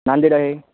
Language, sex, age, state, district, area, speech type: Marathi, male, 18-30, Maharashtra, Nanded, rural, conversation